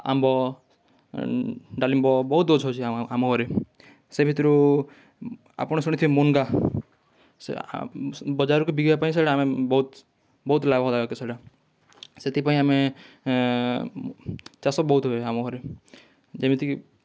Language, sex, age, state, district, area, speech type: Odia, male, 18-30, Odisha, Kalahandi, rural, spontaneous